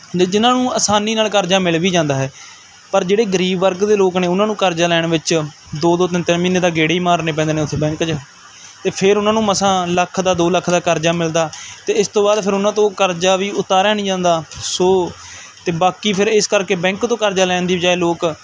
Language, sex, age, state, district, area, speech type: Punjabi, male, 18-30, Punjab, Barnala, rural, spontaneous